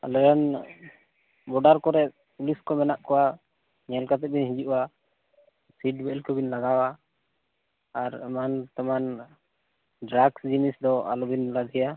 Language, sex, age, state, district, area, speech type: Santali, male, 18-30, West Bengal, Bankura, rural, conversation